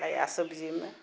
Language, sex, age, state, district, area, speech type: Maithili, female, 45-60, Bihar, Purnia, rural, spontaneous